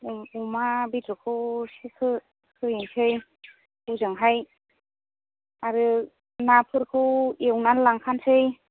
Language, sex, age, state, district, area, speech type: Bodo, female, 45-60, Assam, Kokrajhar, rural, conversation